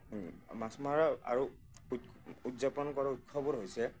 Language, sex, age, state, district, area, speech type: Assamese, male, 30-45, Assam, Nagaon, rural, spontaneous